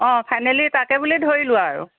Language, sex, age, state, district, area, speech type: Assamese, female, 45-60, Assam, Sivasagar, rural, conversation